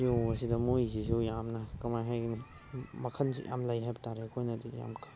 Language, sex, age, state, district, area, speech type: Manipuri, male, 30-45, Manipur, Chandel, rural, spontaneous